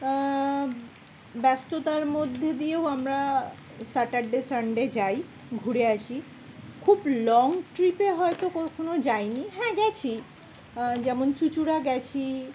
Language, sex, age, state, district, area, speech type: Bengali, female, 30-45, West Bengal, Dakshin Dinajpur, urban, spontaneous